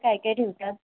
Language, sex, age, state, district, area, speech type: Marathi, female, 18-30, Maharashtra, Thane, urban, conversation